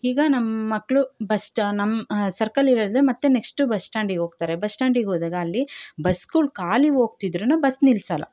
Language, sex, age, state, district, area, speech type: Kannada, female, 30-45, Karnataka, Chikkamagaluru, rural, spontaneous